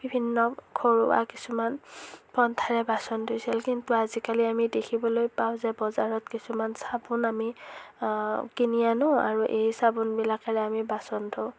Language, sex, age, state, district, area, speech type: Assamese, female, 45-60, Assam, Morigaon, urban, spontaneous